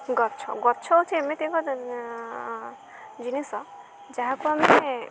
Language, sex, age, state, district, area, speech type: Odia, female, 18-30, Odisha, Jagatsinghpur, rural, spontaneous